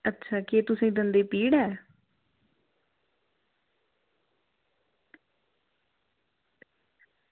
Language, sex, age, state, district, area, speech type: Dogri, female, 30-45, Jammu and Kashmir, Reasi, rural, conversation